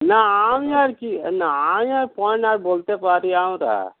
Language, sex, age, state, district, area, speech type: Bengali, male, 45-60, West Bengal, Dakshin Dinajpur, rural, conversation